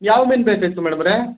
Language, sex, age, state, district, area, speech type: Kannada, male, 30-45, Karnataka, Mandya, rural, conversation